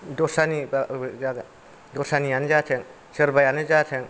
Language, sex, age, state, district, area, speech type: Bodo, male, 45-60, Assam, Kokrajhar, rural, spontaneous